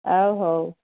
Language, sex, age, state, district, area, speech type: Odia, female, 30-45, Odisha, Dhenkanal, rural, conversation